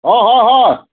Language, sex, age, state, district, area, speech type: Assamese, male, 30-45, Assam, Sivasagar, rural, conversation